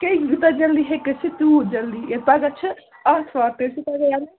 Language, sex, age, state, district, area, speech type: Kashmiri, female, 18-30, Jammu and Kashmir, Srinagar, urban, conversation